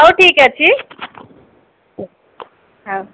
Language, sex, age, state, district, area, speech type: Odia, female, 30-45, Odisha, Sundergarh, urban, conversation